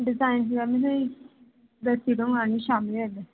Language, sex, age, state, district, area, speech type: Dogri, female, 18-30, Jammu and Kashmir, Reasi, rural, conversation